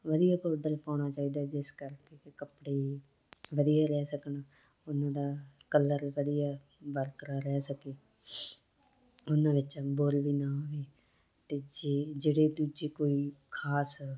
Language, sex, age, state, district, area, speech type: Punjabi, female, 30-45, Punjab, Muktsar, urban, spontaneous